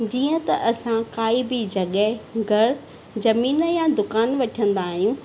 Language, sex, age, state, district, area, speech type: Sindhi, female, 30-45, Maharashtra, Thane, urban, spontaneous